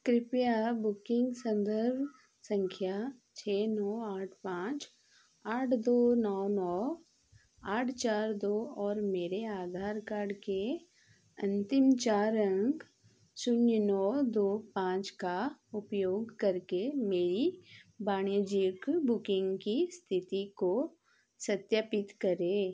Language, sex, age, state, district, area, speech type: Hindi, female, 45-60, Madhya Pradesh, Chhindwara, rural, read